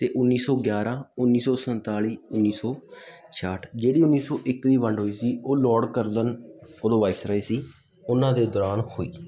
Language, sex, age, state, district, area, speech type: Punjabi, male, 18-30, Punjab, Muktsar, rural, spontaneous